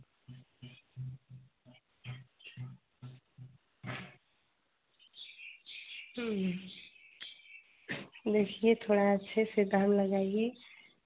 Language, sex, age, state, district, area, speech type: Hindi, female, 30-45, Uttar Pradesh, Chandauli, urban, conversation